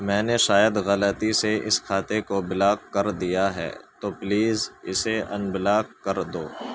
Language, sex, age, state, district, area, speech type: Urdu, male, 18-30, Uttar Pradesh, Gautam Buddha Nagar, rural, read